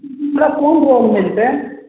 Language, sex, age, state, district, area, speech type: Maithili, male, 18-30, Bihar, Darbhanga, rural, conversation